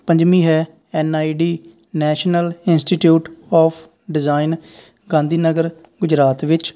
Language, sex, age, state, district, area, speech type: Punjabi, male, 18-30, Punjab, Faridkot, rural, spontaneous